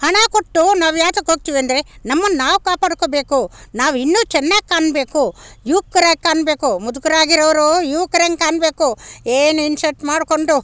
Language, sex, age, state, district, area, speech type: Kannada, female, 60+, Karnataka, Bangalore Rural, rural, spontaneous